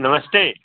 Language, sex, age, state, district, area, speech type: Hindi, male, 45-60, Uttar Pradesh, Ghazipur, rural, conversation